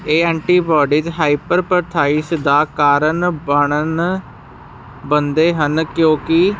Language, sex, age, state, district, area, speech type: Punjabi, male, 45-60, Punjab, Ludhiana, urban, read